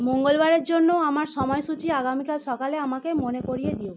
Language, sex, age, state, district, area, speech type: Bengali, female, 18-30, West Bengal, Howrah, urban, read